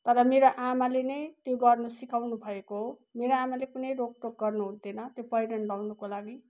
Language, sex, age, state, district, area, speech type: Nepali, female, 60+, West Bengal, Kalimpong, rural, spontaneous